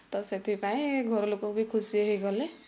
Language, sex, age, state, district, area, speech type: Odia, female, 45-60, Odisha, Kandhamal, rural, spontaneous